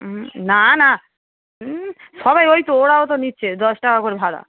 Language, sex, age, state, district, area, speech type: Bengali, female, 18-30, West Bengal, Darjeeling, rural, conversation